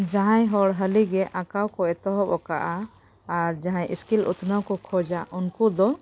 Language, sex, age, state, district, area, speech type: Santali, female, 45-60, Jharkhand, Bokaro, rural, spontaneous